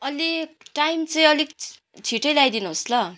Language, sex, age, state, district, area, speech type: Nepali, female, 18-30, West Bengal, Kalimpong, rural, spontaneous